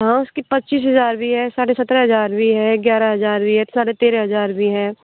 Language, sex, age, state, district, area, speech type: Hindi, female, 18-30, Rajasthan, Bharatpur, rural, conversation